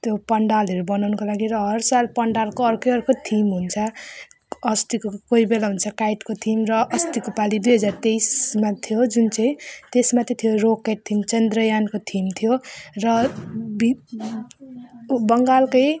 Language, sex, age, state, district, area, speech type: Nepali, female, 18-30, West Bengal, Alipurduar, rural, spontaneous